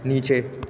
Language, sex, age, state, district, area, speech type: Urdu, male, 18-30, Uttar Pradesh, Aligarh, urban, read